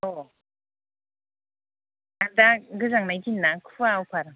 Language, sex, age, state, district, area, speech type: Bodo, female, 30-45, Assam, Baksa, rural, conversation